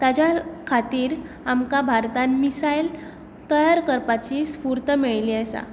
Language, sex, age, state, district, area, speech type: Goan Konkani, female, 18-30, Goa, Tiswadi, rural, spontaneous